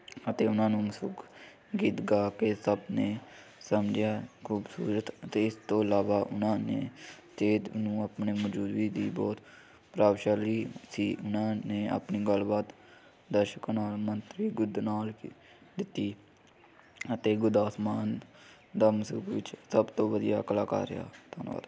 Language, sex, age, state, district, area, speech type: Punjabi, male, 18-30, Punjab, Hoshiarpur, rural, spontaneous